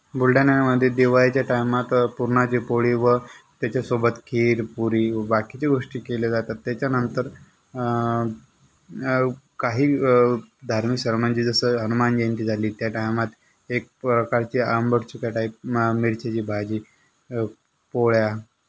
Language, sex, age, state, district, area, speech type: Marathi, male, 30-45, Maharashtra, Buldhana, urban, spontaneous